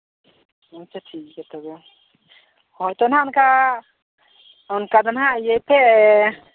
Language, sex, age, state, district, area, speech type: Santali, male, 18-30, Jharkhand, Seraikela Kharsawan, rural, conversation